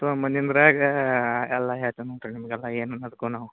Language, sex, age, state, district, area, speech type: Kannada, male, 30-45, Karnataka, Gadag, rural, conversation